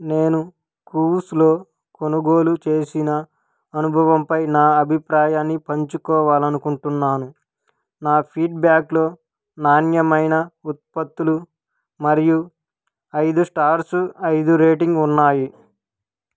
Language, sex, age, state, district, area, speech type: Telugu, male, 18-30, Andhra Pradesh, Krishna, urban, read